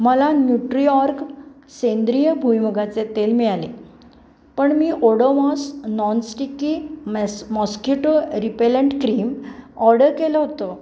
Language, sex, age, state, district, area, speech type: Marathi, female, 60+, Maharashtra, Pune, urban, read